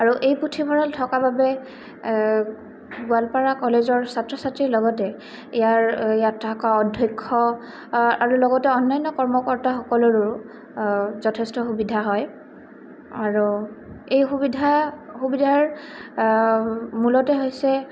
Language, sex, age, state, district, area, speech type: Assamese, female, 18-30, Assam, Goalpara, urban, spontaneous